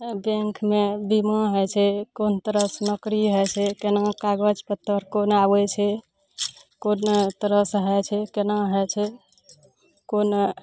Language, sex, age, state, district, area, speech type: Maithili, female, 30-45, Bihar, Araria, rural, spontaneous